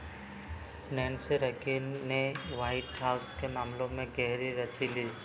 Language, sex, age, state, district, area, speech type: Hindi, male, 18-30, Madhya Pradesh, Seoni, urban, read